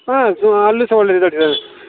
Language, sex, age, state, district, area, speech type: Kannada, male, 60+, Karnataka, Shimoga, rural, conversation